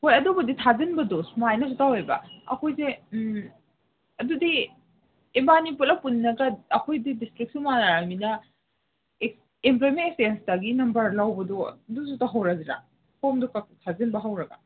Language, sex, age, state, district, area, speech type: Manipuri, female, 18-30, Manipur, Senapati, urban, conversation